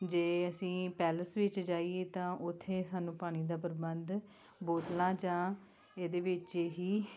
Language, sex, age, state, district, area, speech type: Punjabi, female, 30-45, Punjab, Tarn Taran, rural, spontaneous